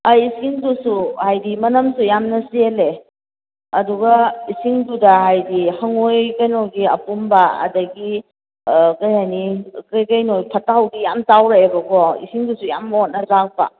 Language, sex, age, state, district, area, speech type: Manipuri, female, 30-45, Manipur, Kakching, rural, conversation